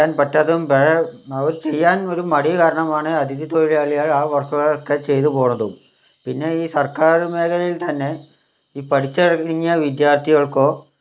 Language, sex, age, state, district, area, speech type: Malayalam, male, 60+, Kerala, Wayanad, rural, spontaneous